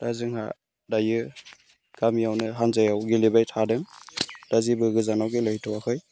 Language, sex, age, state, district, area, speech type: Bodo, male, 18-30, Assam, Udalguri, urban, spontaneous